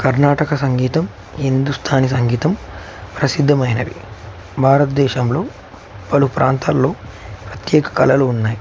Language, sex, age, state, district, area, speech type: Telugu, male, 18-30, Telangana, Nagarkurnool, urban, spontaneous